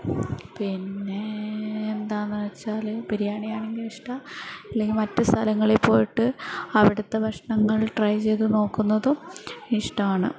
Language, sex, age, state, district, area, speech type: Malayalam, female, 18-30, Kerala, Wayanad, rural, spontaneous